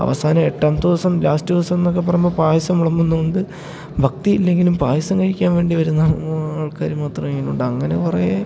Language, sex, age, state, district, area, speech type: Malayalam, male, 18-30, Kerala, Idukki, rural, spontaneous